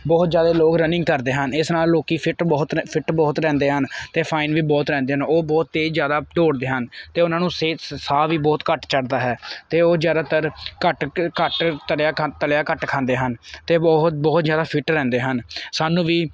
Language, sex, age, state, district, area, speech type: Punjabi, male, 18-30, Punjab, Kapurthala, urban, spontaneous